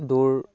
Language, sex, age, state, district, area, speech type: Assamese, male, 45-60, Assam, Dhemaji, rural, spontaneous